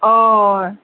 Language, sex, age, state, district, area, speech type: Goan Konkani, female, 45-60, Goa, Murmgao, urban, conversation